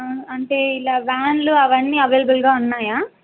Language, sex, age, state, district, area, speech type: Telugu, female, 18-30, Andhra Pradesh, Kadapa, rural, conversation